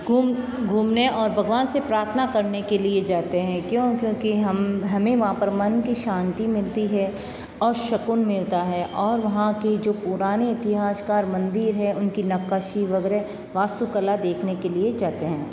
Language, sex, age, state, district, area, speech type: Hindi, female, 30-45, Rajasthan, Jodhpur, urban, spontaneous